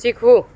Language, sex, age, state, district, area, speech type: Gujarati, female, 45-60, Gujarat, Ahmedabad, urban, read